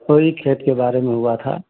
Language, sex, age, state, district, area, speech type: Hindi, male, 30-45, Uttar Pradesh, Ghazipur, rural, conversation